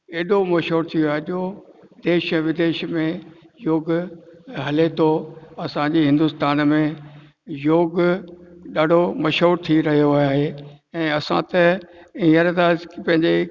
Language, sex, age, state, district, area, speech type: Sindhi, male, 60+, Rajasthan, Ajmer, urban, spontaneous